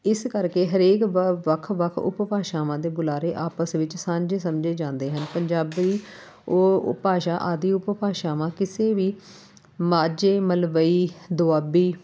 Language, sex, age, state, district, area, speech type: Punjabi, female, 30-45, Punjab, Amritsar, urban, spontaneous